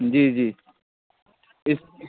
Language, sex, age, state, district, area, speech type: Urdu, male, 30-45, Bihar, Darbhanga, urban, conversation